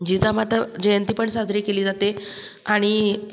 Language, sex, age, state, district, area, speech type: Marathi, female, 45-60, Maharashtra, Buldhana, rural, spontaneous